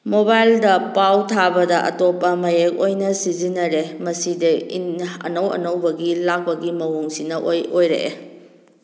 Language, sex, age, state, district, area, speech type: Manipuri, female, 30-45, Manipur, Kakching, rural, spontaneous